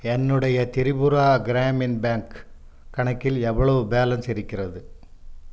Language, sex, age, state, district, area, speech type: Tamil, male, 60+, Tamil Nadu, Coimbatore, urban, read